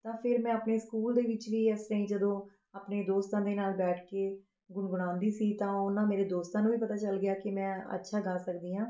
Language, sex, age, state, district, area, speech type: Punjabi, female, 30-45, Punjab, Rupnagar, urban, spontaneous